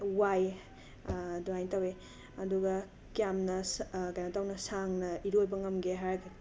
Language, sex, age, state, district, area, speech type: Manipuri, female, 18-30, Manipur, Imphal West, rural, spontaneous